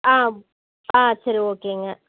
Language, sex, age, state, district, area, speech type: Tamil, female, 30-45, Tamil Nadu, Namakkal, rural, conversation